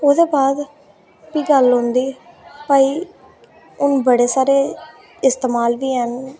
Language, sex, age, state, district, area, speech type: Dogri, female, 18-30, Jammu and Kashmir, Reasi, rural, spontaneous